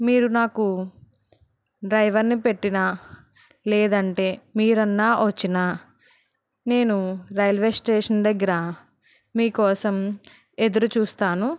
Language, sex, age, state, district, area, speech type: Telugu, female, 18-30, Telangana, Karimnagar, rural, spontaneous